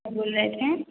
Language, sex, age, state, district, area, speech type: Hindi, female, 18-30, Bihar, Samastipur, urban, conversation